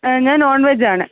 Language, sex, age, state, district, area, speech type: Malayalam, female, 18-30, Kerala, Pathanamthitta, urban, conversation